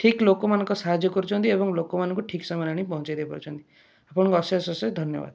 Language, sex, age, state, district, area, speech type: Odia, male, 30-45, Odisha, Kendrapara, urban, spontaneous